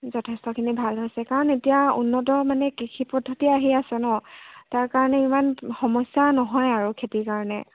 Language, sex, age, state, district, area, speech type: Assamese, female, 18-30, Assam, Charaideo, urban, conversation